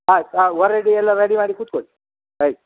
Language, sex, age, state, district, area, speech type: Kannada, male, 60+, Karnataka, Udupi, rural, conversation